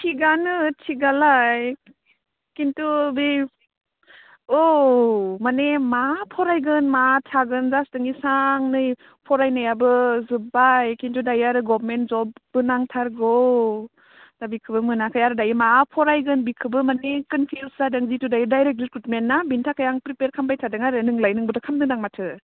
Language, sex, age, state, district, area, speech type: Bodo, female, 18-30, Assam, Udalguri, urban, conversation